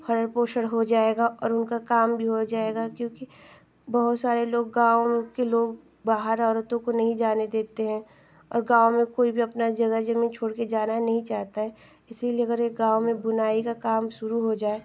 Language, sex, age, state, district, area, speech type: Hindi, female, 18-30, Uttar Pradesh, Ghazipur, rural, spontaneous